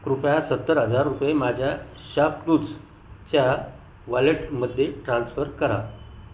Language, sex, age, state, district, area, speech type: Marathi, male, 45-60, Maharashtra, Buldhana, rural, read